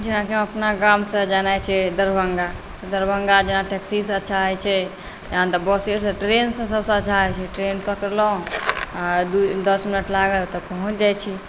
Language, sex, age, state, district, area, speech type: Maithili, female, 45-60, Bihar, Saharsa, rural, spontaneous